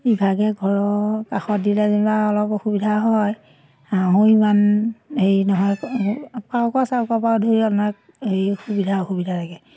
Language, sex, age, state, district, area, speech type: Assamese, female, 45-60, Assam, Majuli, urban, spontaneous